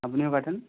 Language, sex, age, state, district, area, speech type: Bengali, male, 30-45, West Bengal, Purba Medinipur, rural, conversation